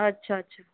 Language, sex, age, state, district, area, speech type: Gujarati, female, 30-45, Gujarat, Ahmedabad, urban, conversation